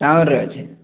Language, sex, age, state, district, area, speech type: Odia, male, 18-30, Odisha, Subarnapur, urban, conversation